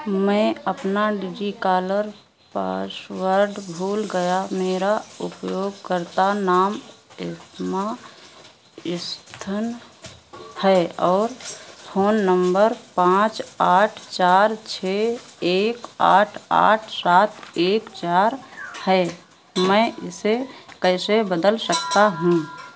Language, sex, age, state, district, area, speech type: Hindi, female, 60+, Uttar Pradesh, Sitapur, rural, read